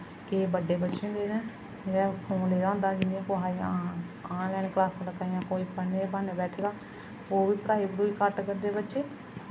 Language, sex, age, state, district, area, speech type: Dogri, female, 30-45, Jammu and Kashmir, Samba, rural, spontaneous